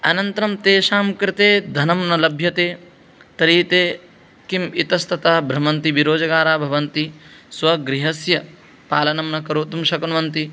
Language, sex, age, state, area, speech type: Sanskrit, male, 18-30, Rajasthan, rural, spontaneous